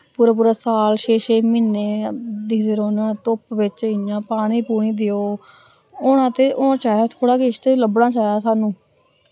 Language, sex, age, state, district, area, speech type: Dogri, female, 18-30, Jammu and Kashmir, Samba, rural, spontaneous